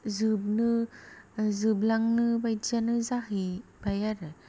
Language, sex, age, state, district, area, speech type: Bodo, female, 18-30, Assam, Kokrajhar, rural, spontaneous